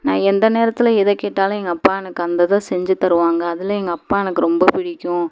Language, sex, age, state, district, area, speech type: Tamil, female, 30-45, Tamil Nadu, Madurai, rural, spontaneous